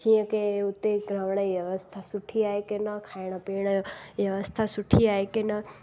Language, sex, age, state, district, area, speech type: Sindhi, female, 18-30, Gujarat, Junagadh, rural, spontaneous